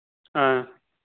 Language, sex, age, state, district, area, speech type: Manipuri, male, 18-30, Manipur, Churachandpur, rural, conversation